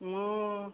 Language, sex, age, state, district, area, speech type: Odia, female, 30-45, Odisha, Dhenkanal, rural, conversation